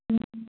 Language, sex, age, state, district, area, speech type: Manipuri, female, 18-30, Manipur, Thoubal, rural, conversation